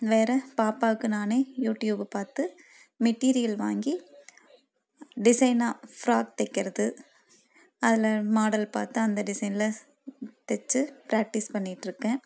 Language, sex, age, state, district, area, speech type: Tamil, female, 30-45, Tamil Nadu, Thoothukudi, rural, spontaneous